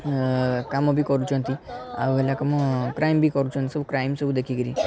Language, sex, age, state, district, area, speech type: Odia, male, 18-30, Odisha, Cuttack, urban, spontaneous